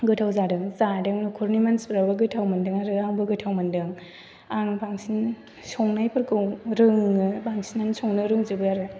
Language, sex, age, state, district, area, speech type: Bodo, female, 18-30, Assam, Chirang, rural, spontaneous